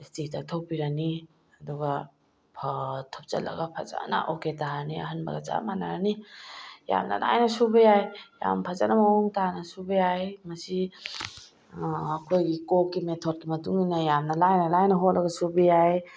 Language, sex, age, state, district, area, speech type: Manipuri, female, 45-60, Manipur, Bishnupur, rural, spontaneous